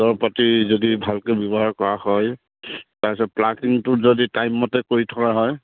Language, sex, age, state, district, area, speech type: Assamese, male, 45-60, Assam, Charaideo, rural, conversation